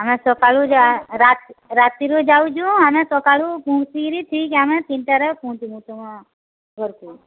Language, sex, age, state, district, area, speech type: Odia, female, 30-45, Odisha, Sambalpur, rural, conversation